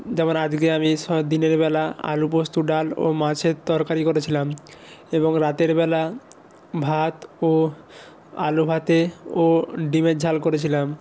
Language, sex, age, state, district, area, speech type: Bengali, male, 45-60, West Bengal, Nadia, rural, spontaneous